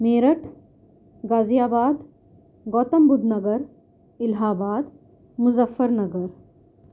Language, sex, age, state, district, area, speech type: Urdu, female, 30-45, Delhi, North East Delhi, urban, spontaneous